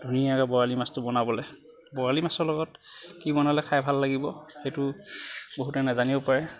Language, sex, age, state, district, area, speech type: Assamese, male, 30-45, Assam, Lakhimpur, rural, spontaneous